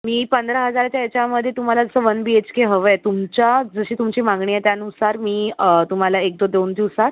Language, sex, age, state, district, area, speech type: Marathi, female, 18-30, Maharashtra, Mumbai Suburban, urban, conversation